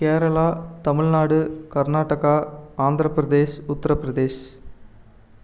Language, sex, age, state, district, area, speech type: Tamil, male, 18-30, Tamil Nadu, Namakkal, urban, spontaneous